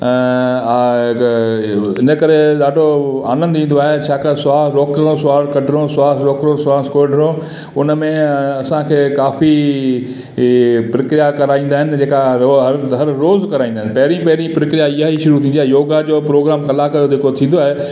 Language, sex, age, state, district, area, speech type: Sindhi, male, 60+, Gujarat, Kutch, rural, spontaneous